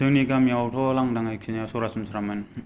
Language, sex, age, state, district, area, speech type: Bodo, male, 30-45, Assam, Kokrajhar, rural, spontaneous